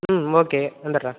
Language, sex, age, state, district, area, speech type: Tamil, male, 30-45, Tamil Nadu, Tiruvarur, rural, conversation